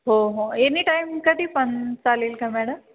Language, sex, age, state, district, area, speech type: Marathi, female, 30-45, Maharashtra, Ahmednagar, urban, conversation